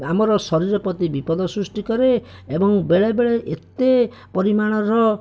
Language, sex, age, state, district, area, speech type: Odia, male, 30-45, Odisha, Bhadrak, rural, spontaneous